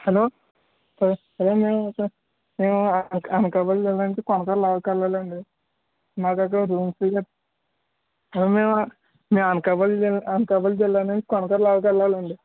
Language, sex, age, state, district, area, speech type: Telugu, male, 18-30, Andhra Pradesh, Anakapalli, rural, conversation